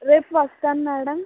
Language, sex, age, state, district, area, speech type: Telugu, female, 18-30, Andhra Pradesh, West Godavari, rural, conversation